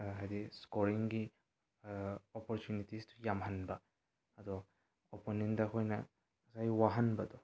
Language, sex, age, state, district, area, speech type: Manipuri, male, 18-30, Manipur, Bishnupur, rural, spontaneous